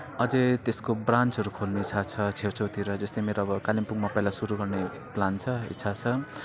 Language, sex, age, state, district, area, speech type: Nepali, male, 30-45, West Bengal, Kalimpong, rural, spontaneous